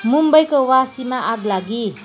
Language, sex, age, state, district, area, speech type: Nepali, female, 45-60, West Bengal, Kalimpong, rural, read